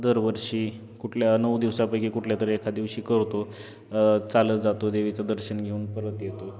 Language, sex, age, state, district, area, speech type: Marathi, male, 18-30, Maharashtra, Osmanabad, rural, spontaneous